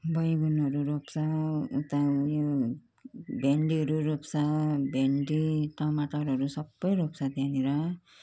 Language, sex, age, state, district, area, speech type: Nepali, female, 45-60, West Bengal, Jalpaiguri, urban, spontaneous